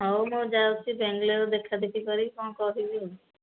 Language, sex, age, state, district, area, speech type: Odia, female, 30-45, Odisha, Sundergarh, urban, conversation